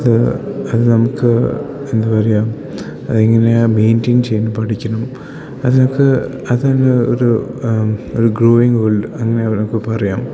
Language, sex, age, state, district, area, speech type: Malayalam, male, 18-30, Kerala, Idukki, rural, spontaneous